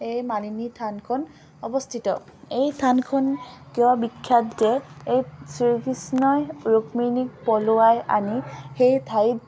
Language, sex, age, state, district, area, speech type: Assamese, female, 18-30, Assam, Dhemaji, rural, spontaneous